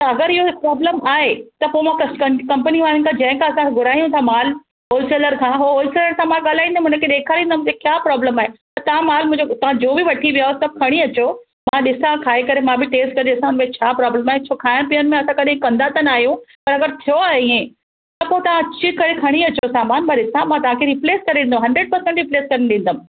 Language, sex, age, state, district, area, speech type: Sindhi, female, 45-60, Maharashtra, Mumbai Suburban, urban, conversation